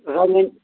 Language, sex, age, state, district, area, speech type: Kashmiri, male, 60+, Jammu and Kashmir, Srinagar, urban, conversation